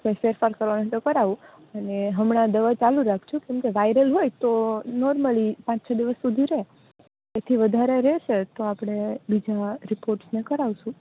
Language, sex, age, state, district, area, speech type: Gujarati, female, 18-30, Gujarat, Rajkot, urban, conversation